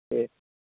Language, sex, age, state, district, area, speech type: Hindi, male, 30-45, Uttar Pradesh, Lucknow, rural, conversation